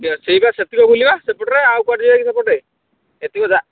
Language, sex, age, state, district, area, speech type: Odia, male, 30-45, Odisha, Kendujhar, urban, conversation